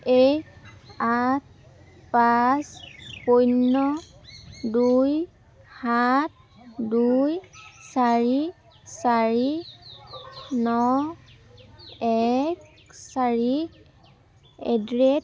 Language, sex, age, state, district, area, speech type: Assamese, female, 18-30, Assam, Dhemaji, urban, read